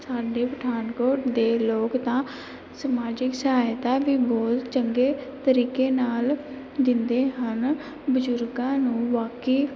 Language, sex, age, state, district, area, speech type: Punjabi, female, 18-30, Punjab, Pathankot, urban, spontaneous